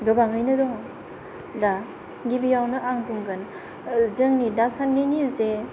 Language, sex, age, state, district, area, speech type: Bodo, female, 45-60, Assam, Kokrajhar, urban, spontaneous